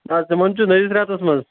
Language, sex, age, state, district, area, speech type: Kashmiri, male, 30-45, Jammu and Kashmir, Anantnag, rural, conversation